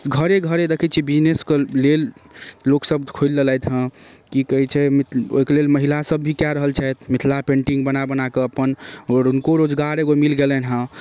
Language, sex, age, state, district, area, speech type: Maithili, male, 18-30, Bihar, Darbhanga, rural, spontaneous